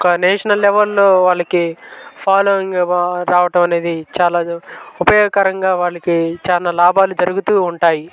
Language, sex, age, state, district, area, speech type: Telugu, male, 18-30, Andhra Pradesh, Guntur, urban, spontaneous